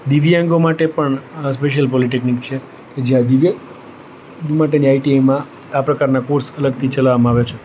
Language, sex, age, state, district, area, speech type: Gujarati, male, 45-60, Gujarat, Rajkot, urban, spontaneous